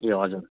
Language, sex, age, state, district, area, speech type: Nepali, male, 30-45, West Bengal, Kalimpong, rural, conversation